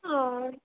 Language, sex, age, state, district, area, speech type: Maithili, female, 30-45, Bihar, Purnia, rural, conversation